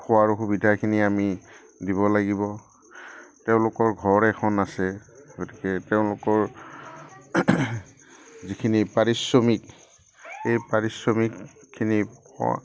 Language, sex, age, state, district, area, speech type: Assamese, male, 45-60, Assam, Udalguri, rural, spontaneous